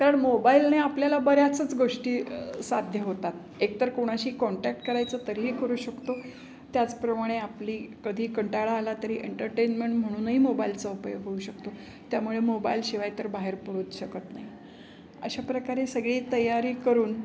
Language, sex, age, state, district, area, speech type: Marathi, female, 60+, Maharashtra, Pune, urban, spontaneous